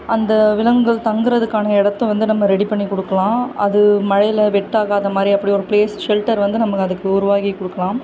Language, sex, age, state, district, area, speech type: Tamil, female, 30-45, Tamil Nadu, Kanchipuram, urban, spontaneous